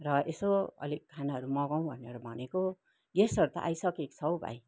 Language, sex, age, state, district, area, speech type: Nepali, female, 60+, West Bengal, Kalimpong, rural, spontaneous